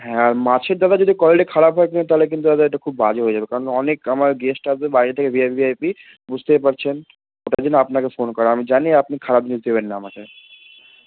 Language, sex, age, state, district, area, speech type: Bengali, male, 18-30, West Bengal, Malda, rural, conversation